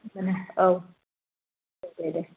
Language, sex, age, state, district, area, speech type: Bodo, female, 45-60, Assam, Kokrajhar, rural, conversation